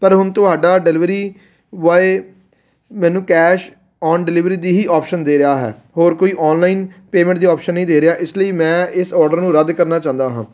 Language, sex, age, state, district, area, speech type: Punjabi, male, 30-45, Punjab, Fatehgarh Sahib, urban, spontaneous